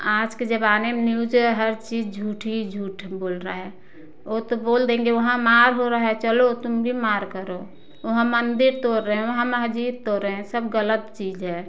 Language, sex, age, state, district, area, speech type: Hindi, female, 45-60, Uttar Pradesh, Prayagraj, rural, spontaneous